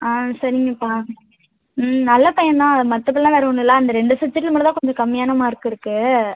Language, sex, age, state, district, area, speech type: Tamil, female, 30-45, Tamil Nadu, Ariyalur, rural, conversation